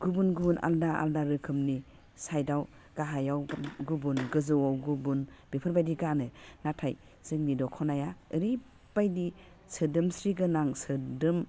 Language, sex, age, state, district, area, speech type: Bodo, female, 45-60, Assam, Udalguri, urban, spontaneous